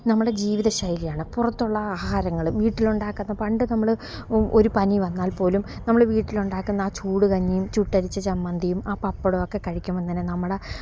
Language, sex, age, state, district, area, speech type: Malayalam, female, 45-60, Kerala, Alappuzha, rural, spontaneous